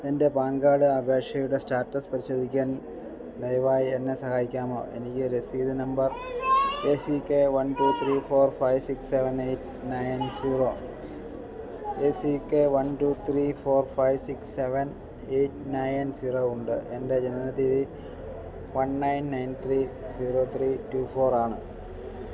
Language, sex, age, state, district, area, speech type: Malayalam, male, 45-60, Kerala, Idukki, rural, read